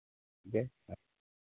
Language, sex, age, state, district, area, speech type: Hindi, male, 60+, Uttar Pradesh, Sitapur, rural, conversation